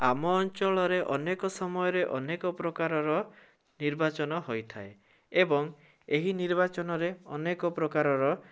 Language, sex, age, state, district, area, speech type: Odia, male, 18-30, Odisha, Bhadrak, rural, spontaneous